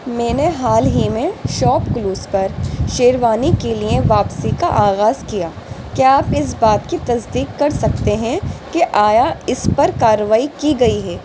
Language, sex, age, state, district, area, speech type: Urdu, female, 18-30, Delhi, East Delhi, urban, read